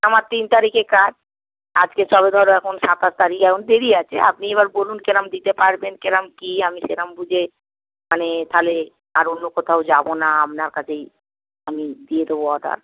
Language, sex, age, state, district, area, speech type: Bengali, female, 45-60, West Bengal, Hooghly, rural, conversation